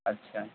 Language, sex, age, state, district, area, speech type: Bengali, male, 30-45, West Bengal, Purba Medinipur, rural, conversation